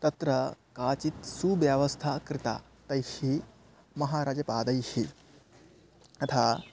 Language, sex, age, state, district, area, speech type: Sanskrit, male, 18-30, West Bengal, Paschim Medinipur, urban, spontaneous